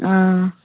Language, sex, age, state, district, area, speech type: Tamil, female, 18-30, Tamil Nadu, Kallakurichi, urban, conversation